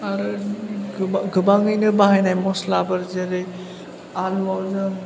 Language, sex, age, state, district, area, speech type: Bodo, male, 18-30, Assam, Chirang, rural, spontaneous